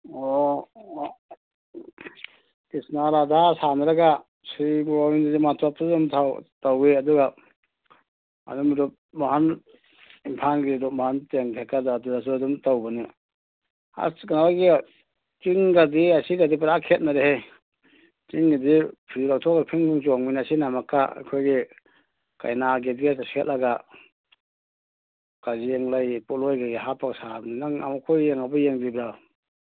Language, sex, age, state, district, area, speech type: Manipuri, male, 45-60, Manipur, Churachandpur, rural, conversation